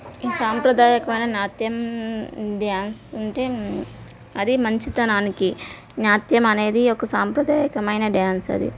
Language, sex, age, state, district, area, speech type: Telugu, female, 30-45, Telangana, Jagtial, rural, spontaneous